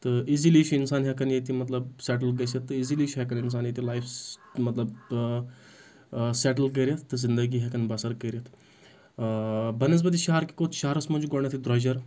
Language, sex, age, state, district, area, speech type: Kashmiri, male, 18-30, Jammu and Kashmir, Anantnag, rural, spontaneous